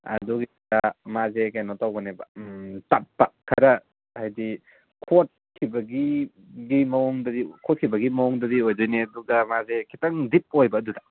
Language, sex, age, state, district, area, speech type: Manipuri, male, 18-30, Manipur, Kangpokpi, urban, conversation